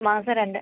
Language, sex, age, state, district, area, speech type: Malayalam, female, 45-60, Kerala, Kozhikode, urban, conversation